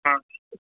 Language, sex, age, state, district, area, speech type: Tamil, male, 30-45, Tamil Nadu, Perambalur, rural, conversation